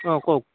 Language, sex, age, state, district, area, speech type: Assamese, male, 45-60, Assam, Dhemaji, rural, conversation